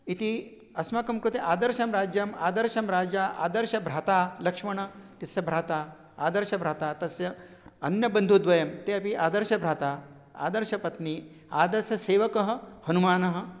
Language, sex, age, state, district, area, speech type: Sanskrit, male, 60+, Maharashtra, Nagpur, urban, spontaneous